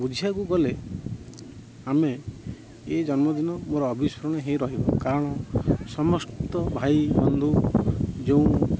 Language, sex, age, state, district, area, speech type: Odia, male, 30-45, Odisha, Kendrapara, urban, spontaneous